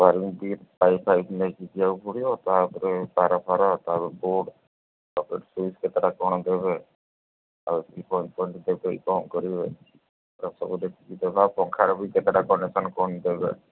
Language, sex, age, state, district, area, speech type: Odia, male, 45-60, Odisha, Sundergarh, rural, conversation